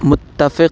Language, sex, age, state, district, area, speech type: Urdu, male, 18-30, Delhi, South Delhi, urban, read